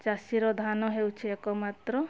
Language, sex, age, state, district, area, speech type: Odia, female, 45-60, Odisha, Mayurbhanj, rural, spontaneous